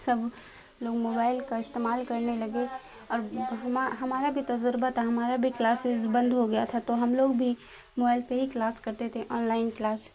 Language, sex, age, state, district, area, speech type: Urdu, female, 18-30, Bihar, Khagaria, rural, spontaneous